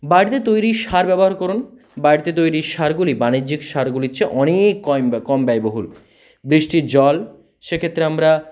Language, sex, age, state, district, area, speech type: Bengali, male, 30-45, West Bengal, South 24 Parganas, rural, spontaneous